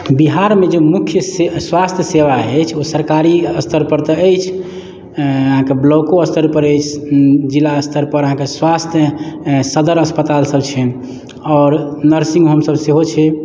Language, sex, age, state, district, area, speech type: Maithili, male, 30-45, Bihar, Madhubani, rural, spontaneous